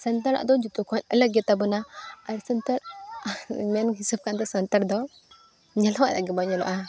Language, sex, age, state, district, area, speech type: Santali, female, 18-30, Jharkhand, Seraikela Kharsawan, rural, spontaneous